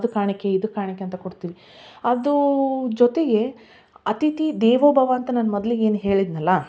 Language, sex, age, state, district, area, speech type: Kannada, female, 30-45, Karnataka, Koppal, rural, spontaneous